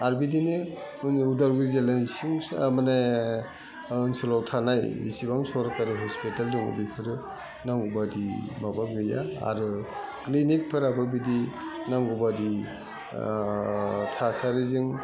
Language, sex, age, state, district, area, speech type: Bodo, male, 60+, Assam, Udalguri, urban, spontaneous